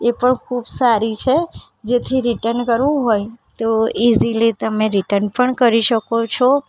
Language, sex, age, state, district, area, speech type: Gujarati, female, 18-30, Gujarat, Ahmedabad, urban, spontaneous